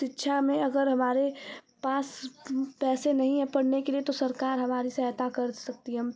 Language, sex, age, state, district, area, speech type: Hindi, female, 18-30, Uttar Pradesh, Ghazipur, rural, spontaneous